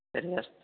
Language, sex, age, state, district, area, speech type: Sanskrit, male, 18-30, Madhya Pradesh, Chhindwara, rural, conversation